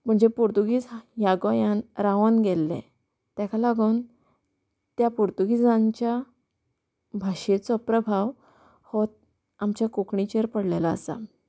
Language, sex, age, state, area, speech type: Goan Konkani, female, 30-45, Goa, rural, spontaneous